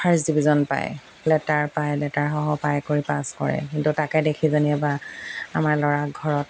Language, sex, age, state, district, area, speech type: Assamese, female, 30-45, Assam, Golaghat, urban, spontaneous